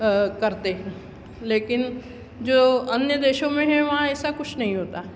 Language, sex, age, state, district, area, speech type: Hindi, female, 60+, Madhya Pradesh, Ujjain, urban, spontaneous